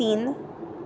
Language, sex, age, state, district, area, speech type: Goan Konkani, female, 18-30, Goa, Tiswadi, rural, read